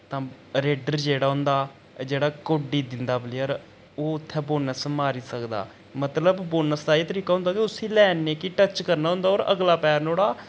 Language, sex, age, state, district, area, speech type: Dogri, male, 18-30, Jammu and Kashmir, Reasi, rural, spontaneous